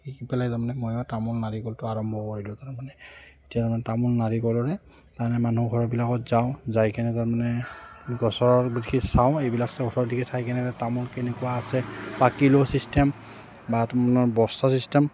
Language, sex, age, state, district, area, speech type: Assamese, male, 30-45, Assam, Udalguri, rural, spontaneous